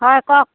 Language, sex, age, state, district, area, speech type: Assamese, female, 45-60, Assam, Darrang, rural, conversation